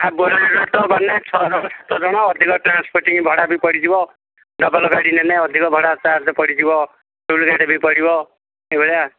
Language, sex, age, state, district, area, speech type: Odia, male, 45-60, Odisha, Angul, rural, conversation